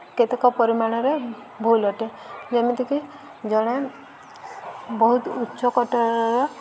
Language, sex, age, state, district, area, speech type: Odia, female, 18-30, Odisha, Subarnapur, urban, spontaneous